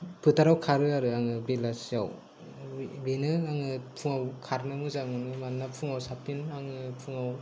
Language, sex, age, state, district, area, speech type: Bodo, male, 30-45, Assam, Kokrajhar, rural, spontaneous